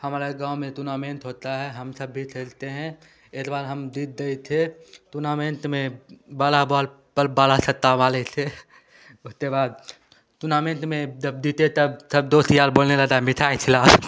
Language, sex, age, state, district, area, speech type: Hindi, male, 18-30, Bihar, Begusarai, rural, spontaneous